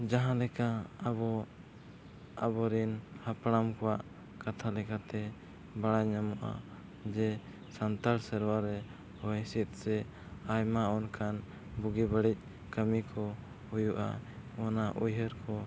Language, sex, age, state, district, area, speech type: Santali, male, 18-30, Jharkhand, East Singhbhum, rural, spontaneous